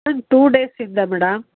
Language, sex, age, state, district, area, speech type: Kannada, female, 45-60, Karnataka, Bangalore Urban, urban, conversation